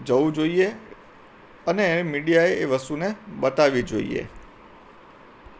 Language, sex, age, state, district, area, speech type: Gujarati, male, 45-60, Gujarat, Anand, urban, spontaneous